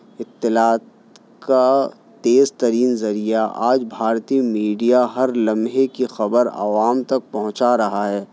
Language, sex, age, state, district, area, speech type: Urdu, male, 30-45, Delhi, New Delhi, urban, spontaneous